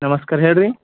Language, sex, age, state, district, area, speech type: Kannada, male, 18-30, Karnataka, Bidar, urban, conversation